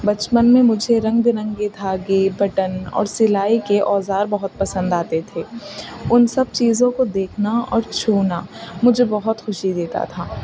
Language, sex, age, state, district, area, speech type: Urdu, female, 18-30, Uttar Pradesh, Rampur, urban, spontaneous